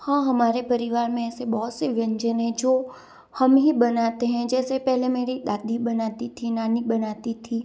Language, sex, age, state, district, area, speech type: Hindi, female, 30-45, Rajasthan, Jodhpur, urban, spontaneous